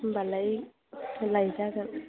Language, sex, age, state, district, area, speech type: Bodo, female, 30-45, Assam, Chirang, rural, conversation